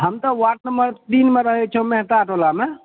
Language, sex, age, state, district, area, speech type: Maithili, male, 30-45, Bihar, Purnia, rural, conversation